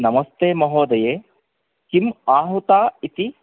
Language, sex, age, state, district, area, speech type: Sanskrit, male, 45-60, Karnataka, Chamarajanagar, urban, conversation